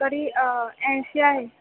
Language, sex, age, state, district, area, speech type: Marathi, male, 18-30, Maharashtra, Buldhana, urban, conversation